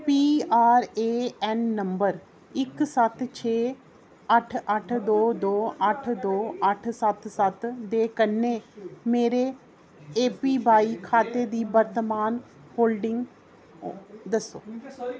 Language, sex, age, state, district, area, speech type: Dogri, female, 30-45, Jammu and Kashmir, Reasi, rural, read